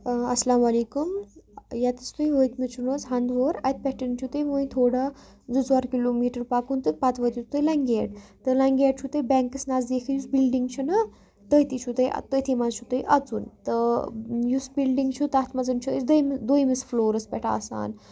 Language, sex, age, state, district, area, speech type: Kashmiri, female, 18-30, Jammu and Kashmir, Baramulla, rural, spontaneous